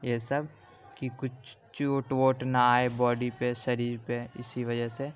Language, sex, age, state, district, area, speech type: Urdu, male, 18-30, Uttar Pradesh, Ghaziabad, urban, spontaneous